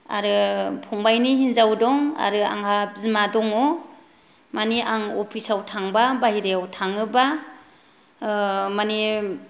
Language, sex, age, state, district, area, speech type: Bodo, female, 45-60, Assam, Kokrajhar, rural, spontaneous